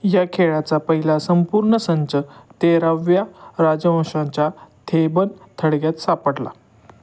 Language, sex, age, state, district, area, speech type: Marathi, male, 30-45, Maharashtra, Satara, urban, read